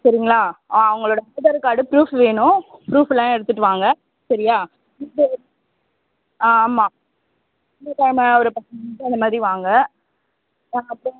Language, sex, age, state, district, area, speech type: Tamil, female, 30-45, Tamil Nadu, Tiruvallur, urban, conversation